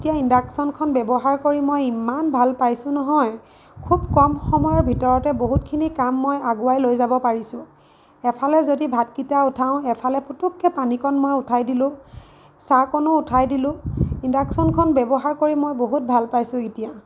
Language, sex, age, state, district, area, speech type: Assamese, female, 30-45, Assam, Lakhimpur, rural, spontaneous